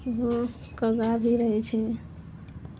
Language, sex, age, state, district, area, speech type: Maithili, male, 30-45, Bihar, Araria, rural, spontaneous